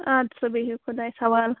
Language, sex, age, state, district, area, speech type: Kashmiri, female, 18-30, Jammu and Kashmir, Bandipora, rural, conversation